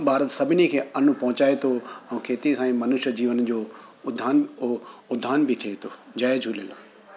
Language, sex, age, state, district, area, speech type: Sindhi, male, 45-60, Gujarat, Surat, urban, spontaneous